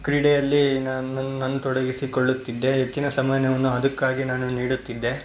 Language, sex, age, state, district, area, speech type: Kannada, male, 18-30, Karnataka, Bangalore Rural, urban, spontaneous